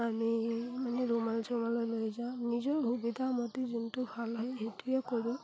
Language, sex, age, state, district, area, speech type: Assamese, female, 30-45, Assam, Udalguri, rural, spontaneous